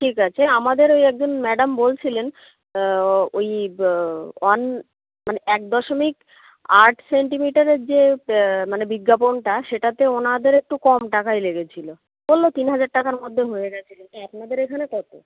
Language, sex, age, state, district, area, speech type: Bengali, female, 60+, West Bengal, Nadia, rural, conversation